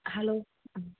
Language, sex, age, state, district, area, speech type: Tamil, female, 18-30, Tamil Nadu, Tiruppur, rural, conversation